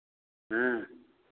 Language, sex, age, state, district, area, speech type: Hindi, male, 60+, Uttar Pradesh, Lucknow, rural, conversation